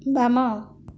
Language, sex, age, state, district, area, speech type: Odia, female, 45-60, Odisha, Jajpur, rural, read